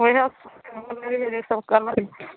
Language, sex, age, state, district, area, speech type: Maithili, female, 30-45, Bihar, Begusarai, rural, conversation